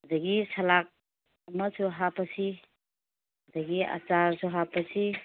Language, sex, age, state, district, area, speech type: Manipuri, female, 60+, Manipur, Imphal East, rural, conversation